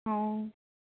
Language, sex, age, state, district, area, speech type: Assamese, female, 18-30, Assam, Dibrugarh, rural, conversation